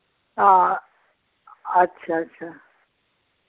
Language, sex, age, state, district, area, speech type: Dogri, female, 45-60, Jammu and Kashmir, Jammu, urban, conversation